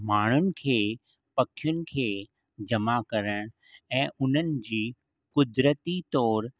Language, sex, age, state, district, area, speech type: Sindhi, male, 60+, Maharashtra, Mumbai Suburban, urban, spontaneous